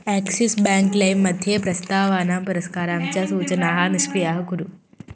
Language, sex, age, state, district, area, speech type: Sanskrit, female, 18-30, Kerala, Kottayam, rural, read